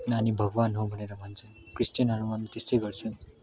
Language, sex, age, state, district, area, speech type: Nepali, male, 18-30, West Bengal, Darjeeling, urban, spontaneous